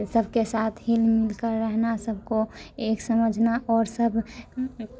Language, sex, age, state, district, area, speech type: Hindi, female, 18-30, Bihar, Muzaffarpur, rural, spontaneous